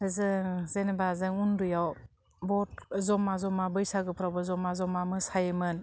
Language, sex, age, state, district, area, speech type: Bodo, female, 30-45, Assam, Udalguri, urban, spontaneous